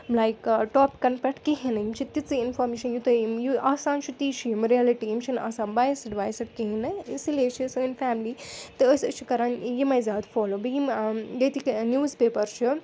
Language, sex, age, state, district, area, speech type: Kashmiri, female, 18-30, Jammu and Kashmir, Srinagar, urban, spontaneous